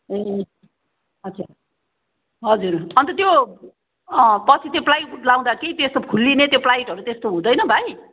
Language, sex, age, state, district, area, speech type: Nepali, female, 45-60, West Bengal, Darjeeling, rural, conversation